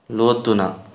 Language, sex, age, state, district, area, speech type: Manipuri, male, 18-30, Manipur, Tengnoupal, rural, read